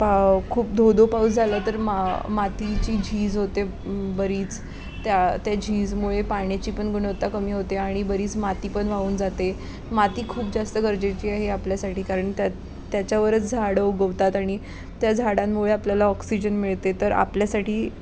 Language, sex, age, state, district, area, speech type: Marathi, female, 18-30, Maharashtra, Pune, urban, spontaneous